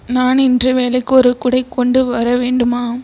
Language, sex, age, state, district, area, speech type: Tamil, female, 18-30, Tamil Nadu, Tiruchirappalli, rural, read